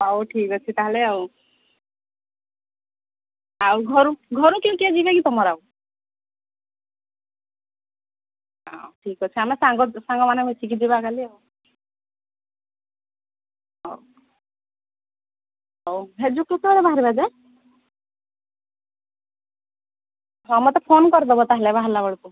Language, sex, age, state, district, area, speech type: Odia, female, 45-60, Odisha, Angul, rural, conversation